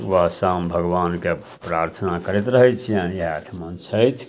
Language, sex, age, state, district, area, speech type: Maithili, male, 60+, Bihar, Samastipur, urban, spontaneous